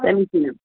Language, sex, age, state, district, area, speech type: Sanskrit, female, 60+, Karnataka, Hassan, rural, conversation